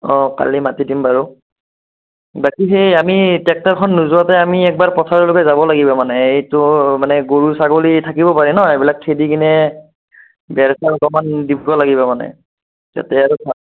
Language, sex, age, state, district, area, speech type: Assamese, female, 60+, Assam, Kamrup Metropolitan, urban, conversation